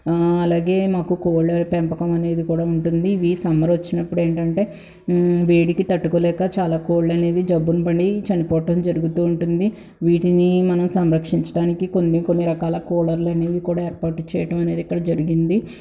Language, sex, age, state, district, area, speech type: Telugu, female, 18-30, Andhra Pradesh, Guntur, urban, spontaneous